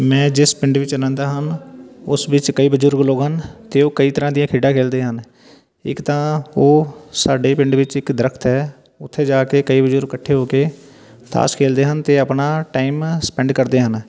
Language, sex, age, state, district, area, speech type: Punjabi, male, 30-45, Punjab, Shaheed Bhagat Singh Nagar, rural, spontaneous